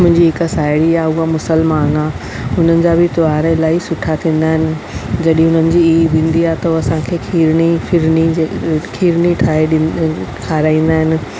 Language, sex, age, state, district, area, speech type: Sindhi, female, 45-60, Delhi, South Delhi, urban, spontaneous